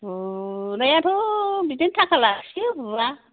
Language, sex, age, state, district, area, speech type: Bodo, female, 60+, Assam, Kokrajhar, rural, conversation